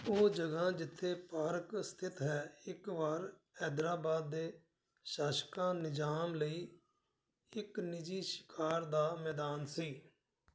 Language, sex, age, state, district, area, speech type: Punjabi, male, 60+, Punjab, Amritsar, urban, read